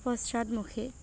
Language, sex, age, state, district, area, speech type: Assamese, female, 18-30, Assam, Nagaon, rural, read